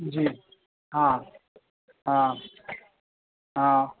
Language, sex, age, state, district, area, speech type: Sindhi, male, 60+, Uttar Pradesh, Lucknow, urban, conversation